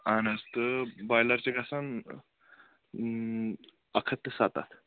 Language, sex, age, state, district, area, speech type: Kashmiri, male, 18-30, Jammu and Kashmir, Kulgam, urban, conversation